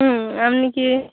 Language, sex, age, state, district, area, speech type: Bengali, female, 18-30, West Bengal, Birbhum, urban, conversation